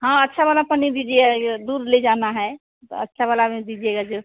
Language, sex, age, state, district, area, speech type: Hindi, female, 60+, Bihar, Vaishali, urban, conversation